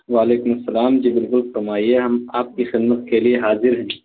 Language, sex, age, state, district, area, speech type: Urdu, male, 18-30, Uttar Pradesh, Balrampur, rural, conversation